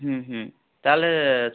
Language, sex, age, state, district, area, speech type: Bengali, male, 18-30, West Bengal, Howrah, urban, conversation